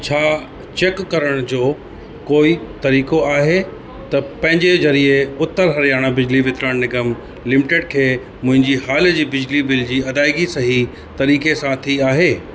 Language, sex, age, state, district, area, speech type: Sindhi, male, 30-45, Uttar Pradesh, Lucknow, rural, read